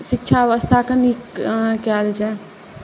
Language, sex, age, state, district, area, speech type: Maithili, female, 18-30, Bihar, Saharsa, urban, spontaneous